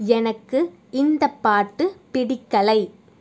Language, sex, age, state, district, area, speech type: Tamil, female, 30-45, Tamil Nadu, Cuddalore, urban, read